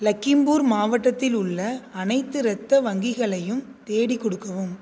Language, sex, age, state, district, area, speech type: Tamil, female, 30-45, Tamil Nadu, Tiruchirappalli, rural, read